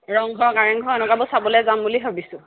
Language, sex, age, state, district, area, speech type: Assamese, female, 18-30, Assam, Sivasagar, rural, conversation